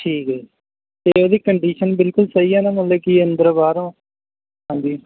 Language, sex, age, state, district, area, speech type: Punjabi, male, 18-30, Punjab, Mohali, rural, conversation